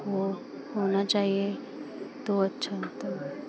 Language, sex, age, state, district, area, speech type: Hindi, female, 18-30, Uttar Pradesh, Pratapgarh, urban, spontaneous